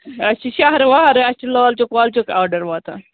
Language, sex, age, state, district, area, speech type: Kashmiri, female, 45-60, Jammu and Kashmir, Ganderbal, rural, conversation